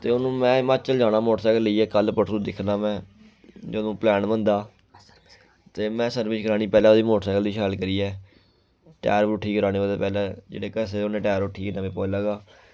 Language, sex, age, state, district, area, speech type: Dogri, male, 18-30, Jammu and Kashmir, Kathua, rural, spontaneous